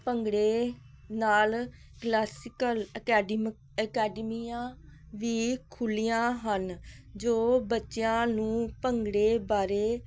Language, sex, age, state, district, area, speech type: Punjabi, female, 45-60, Punjab, Hoshiarpur, rural, spontaneous